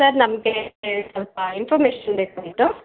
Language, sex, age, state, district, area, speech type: Kannada, female, 45-60, Karnataka, Chikkaballapur, rural, conversation